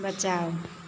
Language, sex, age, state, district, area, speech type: Hindi, female, 45-60, Uttar Pradesh, Mau, urban, read